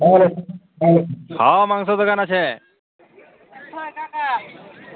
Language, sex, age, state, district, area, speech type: Bengali, male, 18-30, West Bengal, Uttar Dinajpur, rural, conversation